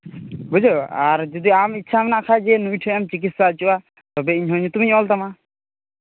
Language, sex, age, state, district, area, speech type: Santali, male, 18-30, West Bengal, Malda, rural, conversation